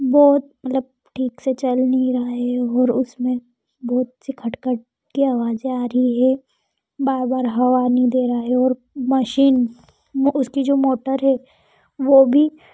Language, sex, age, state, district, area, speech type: Hindi, female, 30-45, Madhya Pradesh, Ujjain, urban, spontaneous